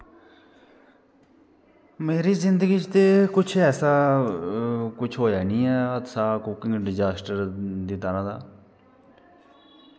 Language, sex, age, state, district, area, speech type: Dogri, male, 30-45, Jammu and Kashmir, Kathua, rural, spontaneous